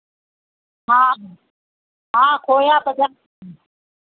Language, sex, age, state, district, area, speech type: Hindi, female, 60+, Uttar Pradesh, Lucknow, rural, conversation